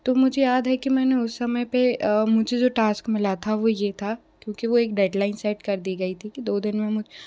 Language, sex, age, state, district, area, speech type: Hindi, female, 45-60, Madhya Pradesh, Bhopal, urban, spontaneous